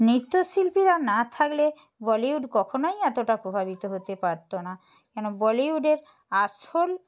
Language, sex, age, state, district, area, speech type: Bengali, female, 30-45, West Bengal, Purba Medinipur, rural, spontaneous